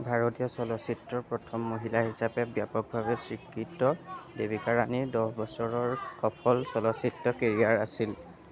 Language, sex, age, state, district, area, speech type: Assamese, male, 30-45, Assam, Darrang, rural, read